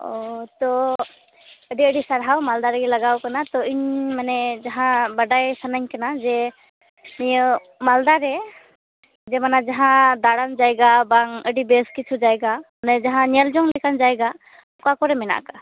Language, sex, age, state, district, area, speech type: Santali, female, 18-30, West Bengal, Malda, rural, conversation